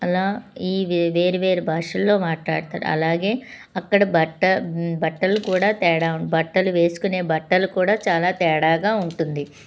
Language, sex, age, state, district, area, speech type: Telugu, female, 45-60, Andhra Pradesh, Anakapalli, rural, spontaneous